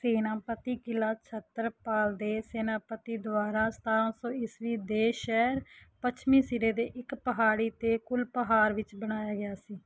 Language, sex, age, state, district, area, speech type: Punjabi, female, 30-45, Punjab, Mansa, urban, read